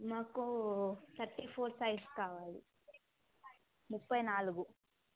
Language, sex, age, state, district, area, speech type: Telugu, female, 18-30, Telangana, Mulugu, rural, conversation